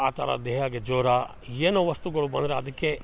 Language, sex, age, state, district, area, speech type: Kannada, male, 45-60, Karnataka, Chikkamagaluru, rural, spontaneous